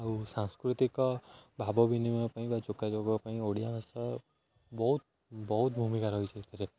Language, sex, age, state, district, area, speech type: Odia, male, 18-30, Odisha, Jagatsinghpur, rural, spontaneous